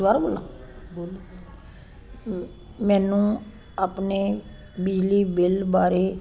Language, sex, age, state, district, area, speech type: Punjabi, female, 60+, Punjab, Fazilka, rural, read